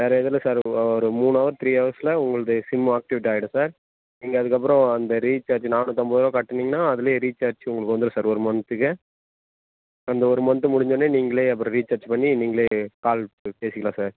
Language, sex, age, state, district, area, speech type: Tamil, male, 18-30, Tamil Nadu, Perambalur, rural, conversation